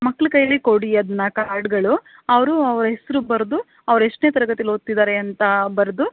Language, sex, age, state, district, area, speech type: Kannada, female, 30-45, Karnataka, Mandya, urban, conversation